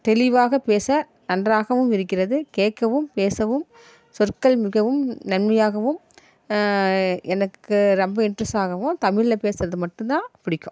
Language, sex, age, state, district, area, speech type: Tamil, female, 45-60, Tamil Nadu, Dharmapuri, rural, spontaneous